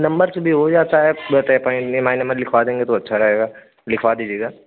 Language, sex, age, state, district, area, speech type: Hindi, male, 18-30, Uttar Pradesh, Azamgarh, rural, conversation